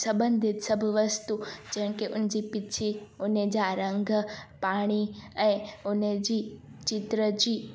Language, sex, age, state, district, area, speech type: Sindhi, female, 18-30, Gujarat, Junagadh, rural, spontaneous